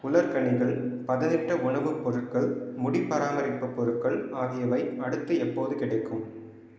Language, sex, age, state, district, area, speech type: Tamil, male, 30-45, Tamil Nadu, Cuddalore, rural, read